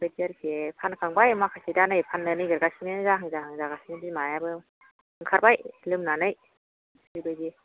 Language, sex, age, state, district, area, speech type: Bodo, female, 30-45, Assam, Kokrajhar, rural, conversation